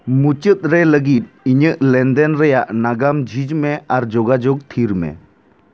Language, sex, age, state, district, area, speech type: Santali, male, 18-30, West Bengal, Bankura, rural, read